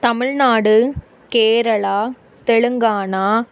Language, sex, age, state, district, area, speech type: Tamil, female, 18-30, Tamil Nadu, Tiruppur, rural, spontaneous